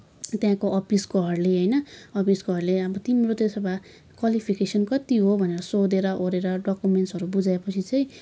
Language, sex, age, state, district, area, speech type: Nepali, female, 18-30, West Bengal, Kalimpong, rural, spontaneous